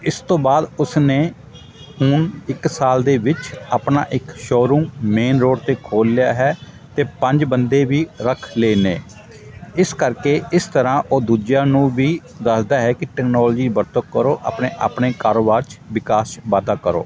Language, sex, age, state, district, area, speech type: Punjabi, male, 45-60, Punjab, Fatehgarh Sahib, rural, spontaneous